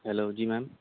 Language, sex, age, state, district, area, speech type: Urdu, male, 18-30, Delhi, Central Delhi, urban, conversation